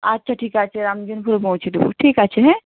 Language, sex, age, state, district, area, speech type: Bengali, female, 45-60, West Bengal, Hooghly, urban, conversation